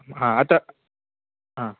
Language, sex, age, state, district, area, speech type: Sanskrit, male, 30-45, Karnataka, Chikkamagaluru, rural, conversation